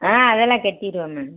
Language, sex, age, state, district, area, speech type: Tamil, female, 45-60, Tamil Nadu, Madurai, rural, conversation